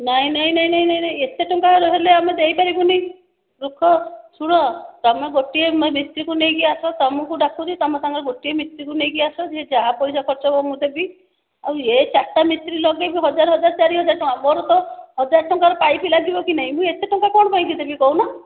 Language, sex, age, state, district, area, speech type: Odia, female, 30-45, Odisha, Khordha, rural, conversation